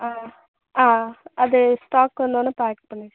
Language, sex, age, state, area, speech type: Tamil, female, 18-30, Tamil Nadu, urban, conversation